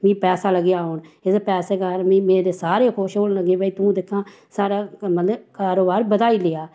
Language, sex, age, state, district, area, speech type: Dogri, female, 45-60, Jammu and Kashmir, Samba, rural, spontaneous